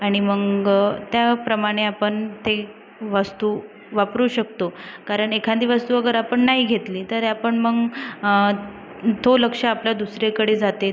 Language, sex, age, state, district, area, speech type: Marathi, female, 30-45, Maharashtra, Nagpur, urban, spontaneous